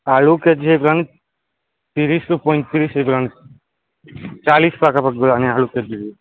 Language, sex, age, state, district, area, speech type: Odia, male, 18-30, Odisha, Nabarangpur, urban, conversation